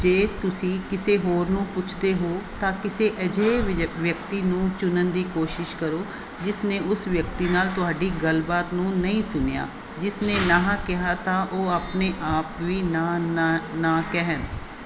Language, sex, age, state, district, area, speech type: Punjabi, female, 45-60, Punjab, Fazilka, rural, read